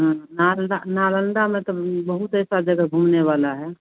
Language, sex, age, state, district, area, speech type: Hindi, female, 45-60, Bihar, Madhepura, rural, conversation